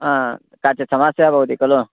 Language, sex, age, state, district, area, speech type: Sanskrit, male, 18-30, Karnataka, Haveri, rural, conversation